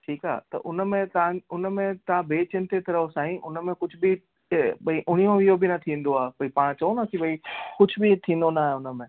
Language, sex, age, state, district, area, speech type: Sindhi, male, 18-30, Gujarat, Kutch, urban, conversation